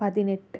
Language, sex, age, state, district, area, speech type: Malayalam, female, 18-30, Kerala, Palakkad, rural, spontaneous